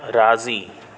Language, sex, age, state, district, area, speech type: Sindhi, male, 30-45, Delhi, South Delhi, urban, read